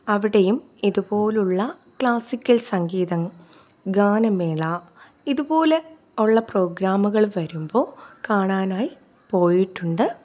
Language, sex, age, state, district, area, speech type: Malayalam, female, 30-45, Kerala, Thiruvananthapuram, urban, spontaneous